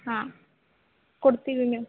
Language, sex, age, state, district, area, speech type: Kannada, female, 18-30, Karnataka, Hassan, rural, conversation